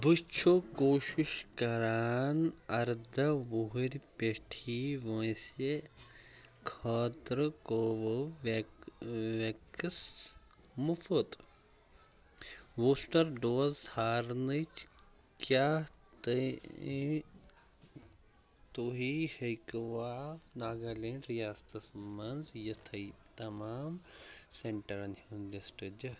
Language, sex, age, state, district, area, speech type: Kashmiri, male, 18-30, Jammu and Kashmir, Pulwama, urban, read